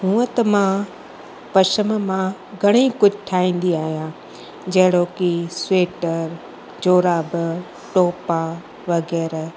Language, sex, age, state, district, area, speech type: Sindhi, female, 45-60, Gujarat, Kutch, urban, spontaneous